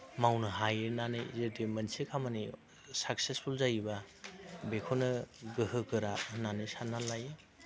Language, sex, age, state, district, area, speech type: Bodo, male, 45-60, Assam, Chirang, rural, spontaneous